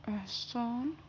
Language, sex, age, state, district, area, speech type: Urdu, female, 18-30, Uttar Pradesh, Gautam Buddha Nagar, urban, spontaneous